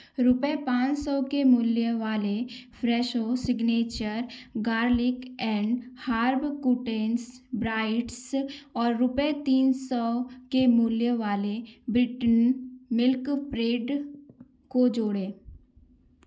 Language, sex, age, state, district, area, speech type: Hindi, female, 18-30, Madhya Pradesh, Gwalior, urban, read